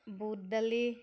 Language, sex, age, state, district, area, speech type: Assamese, female, 30-45, Assam, Majuli, urban, spontaneous